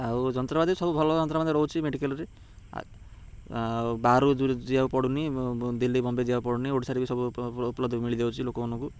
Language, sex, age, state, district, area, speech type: Odia, male, 30-45, Odisha, Ganjam, urban, spontaneous